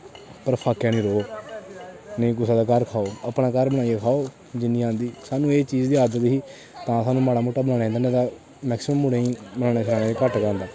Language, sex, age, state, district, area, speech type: Dogri, male, 18-30, Jammu and Kashmir, Kathua, rural, spontaneous